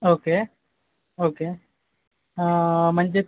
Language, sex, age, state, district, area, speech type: Marathi, male, 18-30, Maharashtra, Ratnagiri, urban, conversation